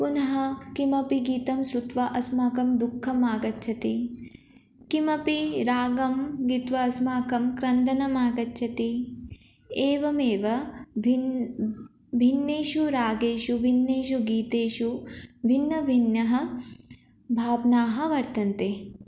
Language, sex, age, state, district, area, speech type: Sanskrit, female, 18-30, West Bengal, Jalpaiguri, urban, spontaneous